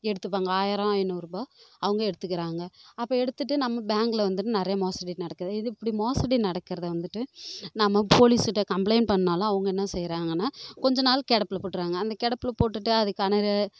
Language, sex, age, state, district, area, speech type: Tamil, female, 18-30, Tamil Nadu, Kallakurichi, rural, spontaneous